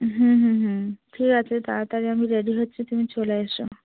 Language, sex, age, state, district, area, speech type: Bengali, female, 45-60, West Bengal, South 24 Parganas, rural, conversation